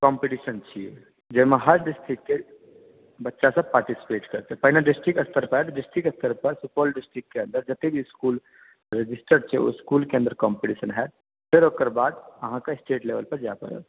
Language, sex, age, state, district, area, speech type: Maithili, male, 30-45, Bihar, Supaul, urban, conversation